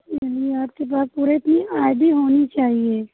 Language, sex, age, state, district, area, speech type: Hindi, female, 30-45, Uttar Pradesh, Prayagraj, urban, conversation